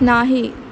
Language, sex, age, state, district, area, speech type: Marathi, female, 18-30, Maharashtra, Mumbai Suburban, urban, read